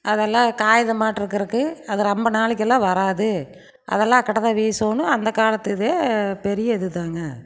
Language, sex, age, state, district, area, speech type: Tamil, female, 45-60, Tamil Nadu, Erode, rural, spontaneous